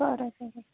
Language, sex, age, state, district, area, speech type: Marathi, female, 18-30, Maharashtra, Nagpur, urban, conversation